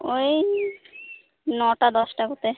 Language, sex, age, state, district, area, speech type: Santali, female, 18-30, West Bengal, Birbhum, rural, conversation